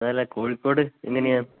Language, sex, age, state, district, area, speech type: Malayalam, male, 18-30, Kerala, Kozhikode, rural, conversation